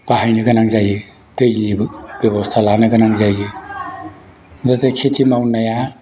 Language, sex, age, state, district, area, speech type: Bodo, male, 60+, Assam, Udalguri, rural, spontaneous